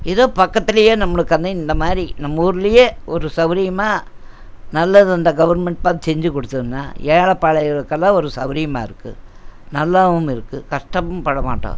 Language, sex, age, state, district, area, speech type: Tamil, female, 60+, Tamil Nadu, Coimbatore, urban, spontaneous